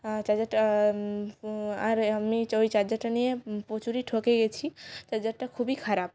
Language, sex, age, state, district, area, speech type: Bengali, female, 18-30, West Bengal, Jalpaiguri, rural, spontaneous